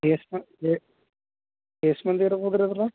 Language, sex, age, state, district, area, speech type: Kannada, male, 30-45, Karnataka, Bidar, urban, conversation